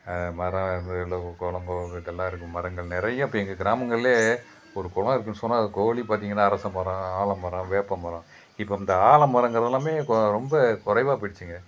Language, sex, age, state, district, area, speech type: Tamil, male, 60+, Tamil Nadu, Thanjavur, rural, spontaneous